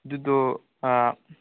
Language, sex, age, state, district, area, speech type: Manipuri, male, 18-30, Manipur, Chandel, rural, conversation